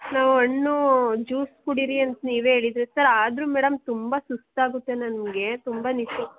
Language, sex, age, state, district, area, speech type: Kannada, female, 30-45, Karnataka, Mandya, rural, conversation